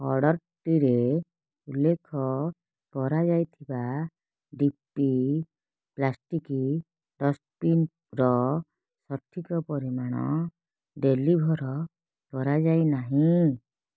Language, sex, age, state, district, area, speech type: Odia, female, 30-45, Odisha, Kalahandi, rural, read